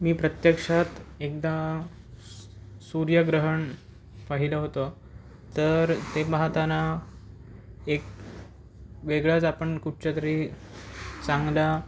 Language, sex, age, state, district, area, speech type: Marathi, male, 18-30, Maharashtra, Pune, urban, spontaneous